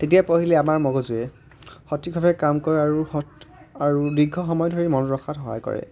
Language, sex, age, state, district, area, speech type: Assamese, male, 30-45, Assam, Majuli, urban, spontaneous